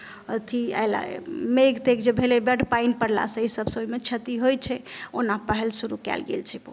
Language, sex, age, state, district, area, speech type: Maithili, female, 30-45, Bihar, Madhubani, rural, spontaneous